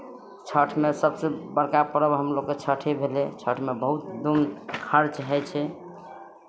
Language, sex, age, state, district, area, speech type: Maithili, female, 60+, Bihar, Madhepura, rural, spontaneous